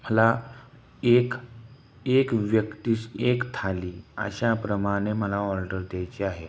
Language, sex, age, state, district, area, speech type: Marathi, male, 30-45, Maharashtra, Satara, rural, spontaneous